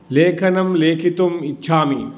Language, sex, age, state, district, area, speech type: Sanskrit, male, 30-45, Karnataka, Dakshina Kannada, rural, spontaneous